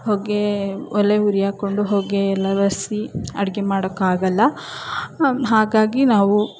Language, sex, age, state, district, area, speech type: Kannada, female, 30-45, Karnataka, Chamarajanagar, rural, spontaneous